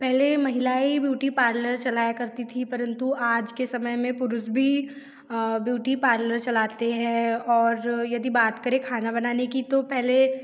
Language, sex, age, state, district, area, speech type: Hindi, female, 30-45, Madhya Pradesh, Betul, rural, spontaneous